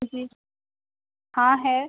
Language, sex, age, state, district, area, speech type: Urdu, female, 18-30, Uttar Pradesh, Gautam Buddha Nagar, urban, conversation